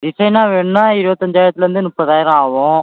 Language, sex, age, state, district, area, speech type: Tamil, male, 18-30, Tamil Nadu, Tiruchirappalli, rural, conversation